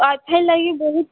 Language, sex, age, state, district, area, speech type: Odia, female, 60+, Odisha, Boudh, rural, conversation